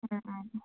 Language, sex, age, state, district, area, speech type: Malayalam, female, 18-30, Kerala, Kannur, rural, conversation